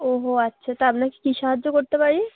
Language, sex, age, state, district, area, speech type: Bengali, female, 18-30, West Bengal, Uttar Dinajpur, urban, conversation